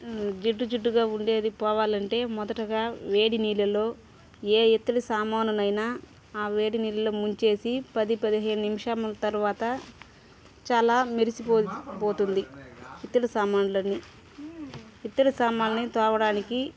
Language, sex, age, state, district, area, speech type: Telugu, female, 30-45, Andhra Pradesh, Sri Balaji, rural, spontaneous